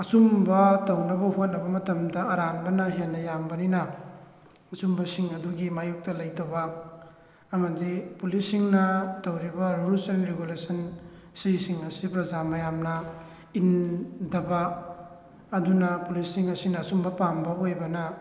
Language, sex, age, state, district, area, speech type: Manipuri, male, 18-30, Manipur, Thoubal, rural, spontaneous